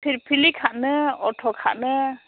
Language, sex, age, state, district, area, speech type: Bodo, female, 60+, Assam, Chirang, rural, conversation